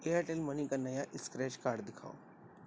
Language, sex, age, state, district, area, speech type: Urdu, male, 30-45, Maharashtra, Nashik, urban, read